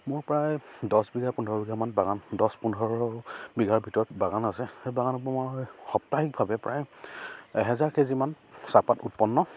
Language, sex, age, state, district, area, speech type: Assamese, male, 30-45, Assam, Charaideo, rural, spontaneous